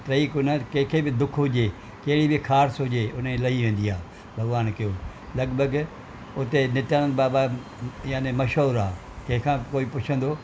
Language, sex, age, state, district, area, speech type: Sindhi, male, 60+, Maharashtra, Thane, urban, spontaneous